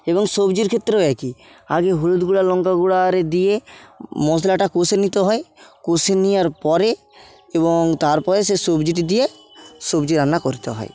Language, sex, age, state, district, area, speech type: Bengali, male, 18-30, West Bengal, Bankura, rural, spontaneous